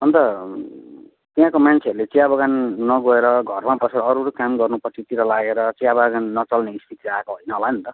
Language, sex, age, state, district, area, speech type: Nepali, male, 30-45, West Bengal, Jalpaiguri, rural, conversation